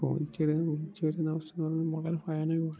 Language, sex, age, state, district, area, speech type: Malayalam, male, 18-30, Kerala, Idukki, rural, spontaneous